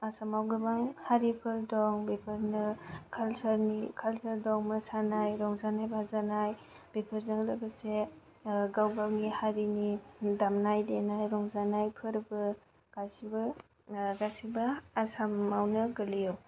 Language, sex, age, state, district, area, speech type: Bodo, female, 18-30, Assam, Kokrajhar, rural, spontaneous